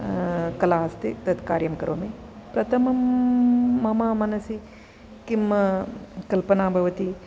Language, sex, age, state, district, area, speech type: Sanskrit, female, 45-60, Karnataka, Dakshina Kannada, urban, spontaneous